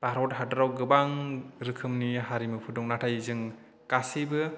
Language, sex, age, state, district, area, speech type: Bodo, male, 30-45, Assam, Chirang, urban, spontaneous